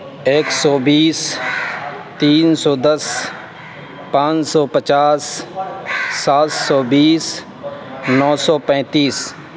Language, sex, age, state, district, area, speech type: Urdu, male, 18-30, Uttar Pradesh, Saharanpur, urban, spontaneous